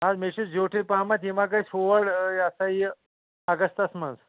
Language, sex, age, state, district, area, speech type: Kashmiri, male, 30-45, Jammu and Kashmir, Anantnag, rural, conversation